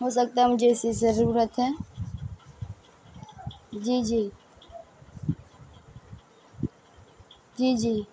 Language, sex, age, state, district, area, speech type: Urdu, female, 18-30, Bihar, Madhubani, urban, spontaneous